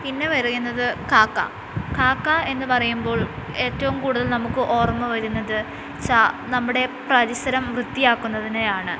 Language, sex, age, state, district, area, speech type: Malayalam, female, 18-30, Kerala, Wayanad, rural, spontaneous